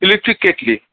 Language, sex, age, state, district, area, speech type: Bengali, male, 45-60, West Bengal, Darjeeling, rural, conversation